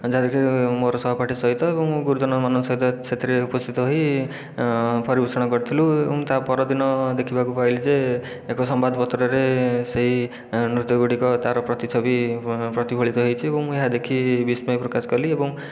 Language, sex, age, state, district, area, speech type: Odia, male, 30-45, Odisha, Khordha, rural, spontaneous